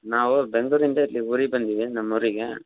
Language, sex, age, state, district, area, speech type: Kannada, male, 18-30, Karnataka, Davanagere, rural, conversation